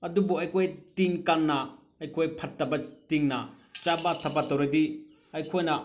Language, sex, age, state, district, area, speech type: Manipuri, male, 45-60, Manipur, Senapati, rural, spontaneous